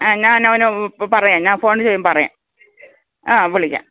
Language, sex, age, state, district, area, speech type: Malayalam, female, 60+, Kerala, Alappuzha, rural, conversation